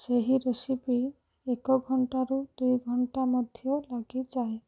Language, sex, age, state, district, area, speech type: Odia, female, 18-30, Odisha, Rayagada, rural, spontaneous